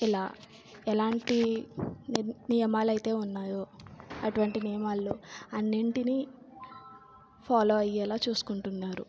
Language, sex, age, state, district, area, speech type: Telugu, female, 30-45, Andhra Pradesh, Kakinada, rural, spontaneous